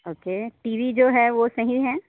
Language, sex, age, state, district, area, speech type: Hindi, female, 30-45, Madhya Pradesh, Katni, urban, conversation